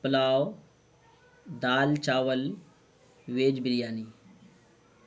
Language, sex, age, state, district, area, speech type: Urdu, male, 30-45, Bihar, Purnia, rural, spontaneous